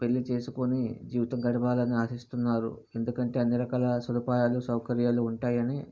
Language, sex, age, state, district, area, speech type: Telugu, male, 60+, Andhra Pradesh, Vizianagaram, rural, spontaneous